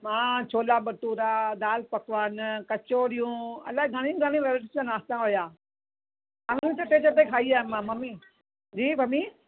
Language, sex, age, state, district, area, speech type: Sindhi, female, 60+, Maharashtra, Mumbai Suburban, urban, conversation